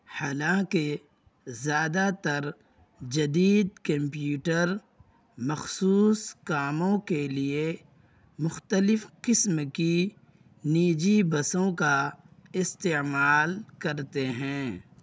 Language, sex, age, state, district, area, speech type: Urdu, male, 18-30, Bihar, Purnia, rural, read